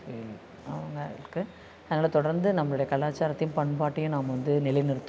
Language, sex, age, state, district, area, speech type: Tamil, female, 45-60, Tamil Nadu, Thanjavur, rural, spontaneous